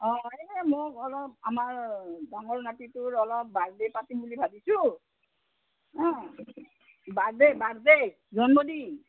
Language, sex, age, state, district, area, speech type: Assamese, female, 60+, Assam, Udalguri, rural, conversation